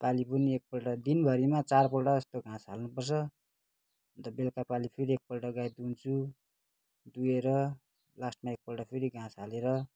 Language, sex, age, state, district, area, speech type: Nepali, male, 30-45, West Bengal, Kalimpong, rural, spontaneous